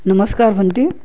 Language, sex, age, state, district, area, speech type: Assamese, female, 30-45, Assam, Barpeta, rural, spontaneous